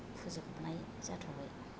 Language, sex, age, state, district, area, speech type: Bodo, female, 45-60, Assam, Kokrajhar, rural, spontaneous